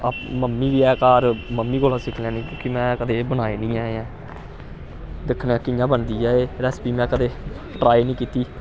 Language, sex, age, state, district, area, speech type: Dogri, male, 18-30, Jammu and Kashmir, Samba, rural, spontaneous